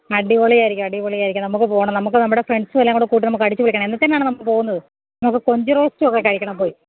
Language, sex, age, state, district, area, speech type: Malayalam, female, 30-45, Kerala, Pathanamthitta, rural, conversation